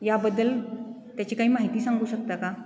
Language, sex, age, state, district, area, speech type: Marathi, female, 45-60, Maharashtra, Satara, urban, spontaneous